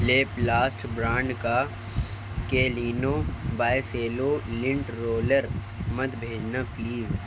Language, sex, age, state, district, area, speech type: Urdu, male, 18-30, Delhi, East Delhi, urban, read